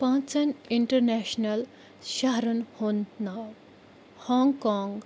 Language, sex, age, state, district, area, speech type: Kashmiri, female, 18-30, Jammu and Kashmir, Kupwara, rural, spontaneous